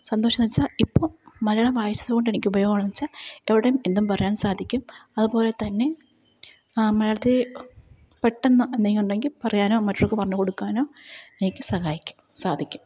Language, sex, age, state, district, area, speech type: Malayalam, female, 30-45, Kerala, Kottayam, rural, spontaneous